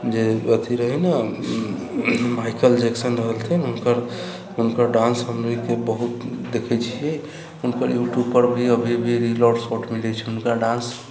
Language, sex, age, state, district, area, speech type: Maithili, male, 45-60, Bihar, Sitamarhi, rural, spontaneous